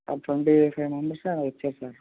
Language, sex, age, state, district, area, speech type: Telugu, male, 18-30, Andhra Pradesh, Guntur, rural, conversation